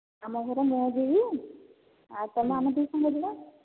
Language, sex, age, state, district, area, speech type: Odia, female, 45-60, Odisha, Angul, rural, conversation